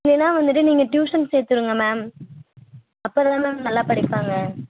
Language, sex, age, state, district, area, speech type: Tamil, female, 18-30, Tamil Nadu, Mayiladuthurai, urban, conversation